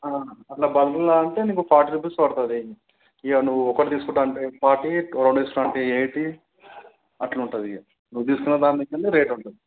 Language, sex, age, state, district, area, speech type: Telugu, male, 18-30, Telangana, Nalgonda, urban, conversation